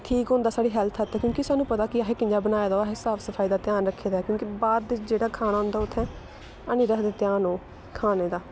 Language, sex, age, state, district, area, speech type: Dogri, female, 18-30, Jammu and Kashmir, Samba, rural, spontaneous